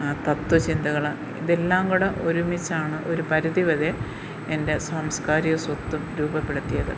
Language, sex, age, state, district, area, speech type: Malayalam, female, 60+, Kerala, Kottayam, rural, spontaneous